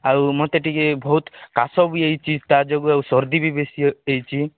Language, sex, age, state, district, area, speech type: Odia, male, 30-45, Odisha, Nabarangpur, urban, conversation